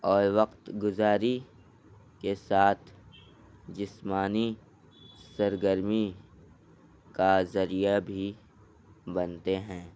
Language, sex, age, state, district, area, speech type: Urdu, male, 18-30, Delhi, North East Delhi, rural, spontaneous